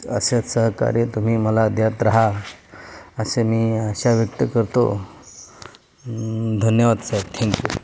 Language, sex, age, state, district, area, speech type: Marathi, male, 30-45, Maharashtra, Ratnagiri, rural, spontaneous